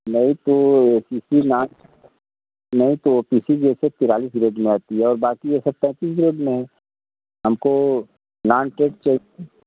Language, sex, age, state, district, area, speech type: Hindi, male, 60+, Uttar Pradesh, Ayodhya, rural, conversation